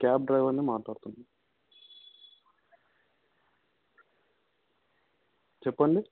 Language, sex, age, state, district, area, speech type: Telugu, male, 18-30, Andhra Pradesh, Anantapur, urban, conversation